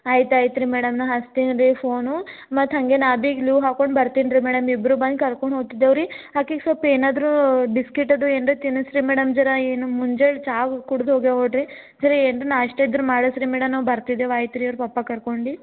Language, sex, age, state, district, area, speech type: Kannada, female, 18-30, Karnataka, Gulbarga, urban, conversation